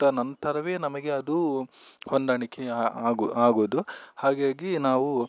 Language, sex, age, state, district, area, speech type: Kannada, male, 18-30, Karnataka, Udupi, rural, spontaneous